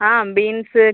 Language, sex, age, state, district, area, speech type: Tamil, male, 45-60, Tamil Nadu, Cuddalore, rural, conversation